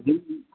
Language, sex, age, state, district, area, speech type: Telugu, male, 60+, Telangana, Hyderabad, rural, conversation